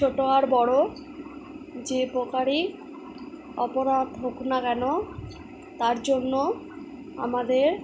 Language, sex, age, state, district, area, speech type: Bengali, female, 18-30, West Bengal, Alipurduar, rural, spontaneous